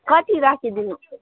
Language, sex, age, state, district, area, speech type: Nepali, female, 18-30, West Bengal, Alipurduar, urban, conversation